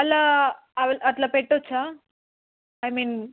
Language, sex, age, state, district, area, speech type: Telugu, female, 18-30, Telangana, Narayanpet, rural, conversation